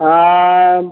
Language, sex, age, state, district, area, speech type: Hindi, male, 60+, Bihar, Begusarai, rural, conversation